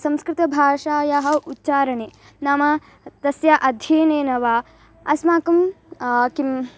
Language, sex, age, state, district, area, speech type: Sanskrit, female, 18-30, Karnataka, Bangalore Rural, rural, spontaneous